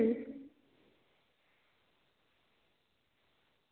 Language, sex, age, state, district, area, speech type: Hindi, female, 18-30, Madhya Pradesh, Betul, rural, conversation